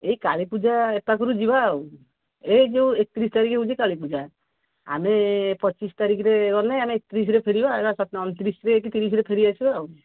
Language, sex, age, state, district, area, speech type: Odia, female, 45-60, Odisha, Angul, rural, conversation